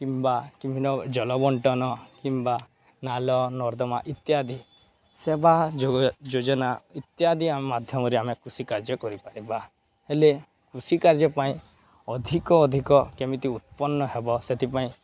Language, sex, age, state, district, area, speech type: Odia, male, 18-30, Odisha, Balangir, urban, spontaneous